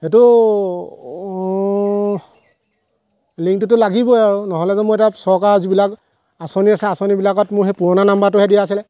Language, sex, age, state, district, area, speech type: Assamese, male, 30-45, Assam, Golaghat, urban, spontaneous